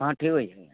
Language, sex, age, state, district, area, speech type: Odia, male, 45-60, Odisha, Nuapada, urban, conversation